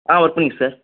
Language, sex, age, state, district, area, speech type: Tamil, male, 18-30, Tamil Nadu, Thanjavur, rural, conversation